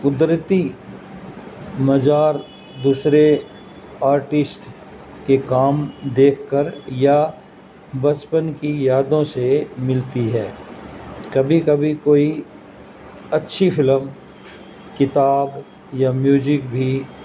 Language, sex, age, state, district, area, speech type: Urdu, male, 60+, Uttar Pradesh, Gautam Buddha Nagar, urban, spontaneous